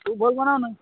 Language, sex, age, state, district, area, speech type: Odia, male, 18-30, Odisha, Malkangiri, urban, conversation